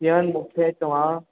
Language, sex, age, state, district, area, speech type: Sindhi, male, 18-30, Rajasthan, Ajmer, rural, conversation